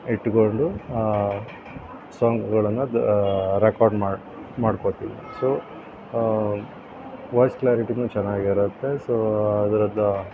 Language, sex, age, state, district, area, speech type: Kannada, male, 30-45, Karnataka, Udupi, rural, spontaneous